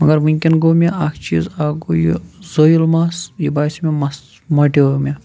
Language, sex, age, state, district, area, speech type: Kashmiri, male, 30-45, Jammu and Kashmir, Shopian, urban, spontaneous